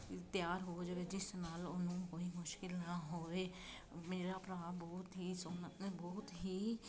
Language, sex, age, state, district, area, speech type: Punjabi, female, 30-45, Punjab, Jalandhar, urban, spontaneous